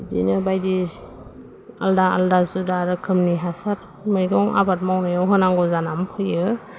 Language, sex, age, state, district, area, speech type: Bodo, female, 30-45, Assam, Chirang, urban, spontaneous